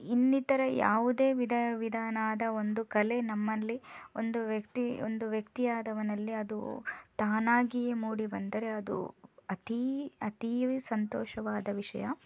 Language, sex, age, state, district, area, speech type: Kannada, female, 30-45, Karnataka, Shimoga, rural, spontaneous